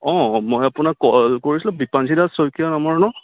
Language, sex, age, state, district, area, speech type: Assamese, male, 18-30, Assam, Kamrup Metropolitan, urban, conversation